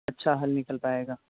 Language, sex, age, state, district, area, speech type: Urdu, male, 18-30, Bihar, Purnia, rural, conversation